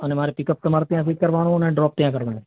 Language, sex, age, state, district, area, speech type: Gujarati, male, 45-60, Gujarat, Ahmedabad, urban, conversation